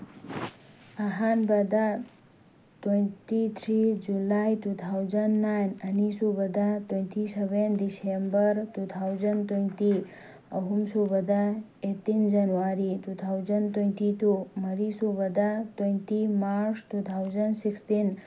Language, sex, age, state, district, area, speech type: Manipuri, female, 18-30, Manipur, Tengnoupal, urban, spontaneous